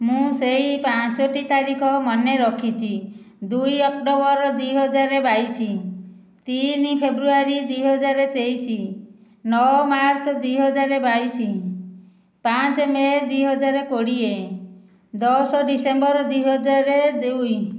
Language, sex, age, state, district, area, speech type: Odia, female, 60+, Odisha, Khordha, rural, spontaneous